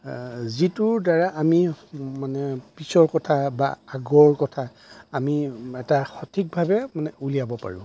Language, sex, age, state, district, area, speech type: Assamese, male, 45-60, Assam, Darrang, rural, spontaneous